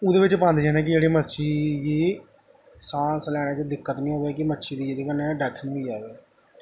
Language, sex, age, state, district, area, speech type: Dogri, male, 30-45, Jammu and Kashmir, Jammu, rural, spontaneous